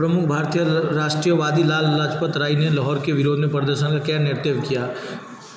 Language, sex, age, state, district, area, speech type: Hindi, male, 45-60, Bihar, Darbhanga, rural, read